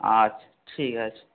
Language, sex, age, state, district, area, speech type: Bengali, male, 18-30, West Bengal, Howrah, urban, conversation